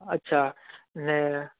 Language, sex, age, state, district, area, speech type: Gujarati, male, 30-45, Gujarat, Rajkot, urban, conversation